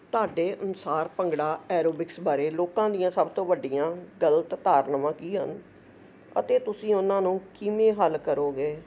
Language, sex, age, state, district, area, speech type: Punjabi, female, 60+, Punjab, Ludhiana, urban, spontaneous